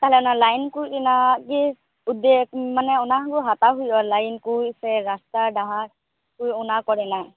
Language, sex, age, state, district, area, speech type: Santali, female, 18-30, West Bengal, Purba Bardhaman, rural, conversation